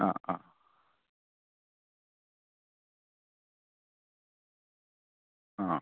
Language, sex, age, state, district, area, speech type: Malayalam, male, 30-45, Kerala, Palakkad, rural, conversation